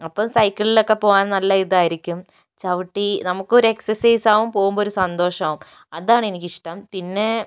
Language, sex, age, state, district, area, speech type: Malayalam, female, 60+, Kerala, Kozhikode, rural, spontaneous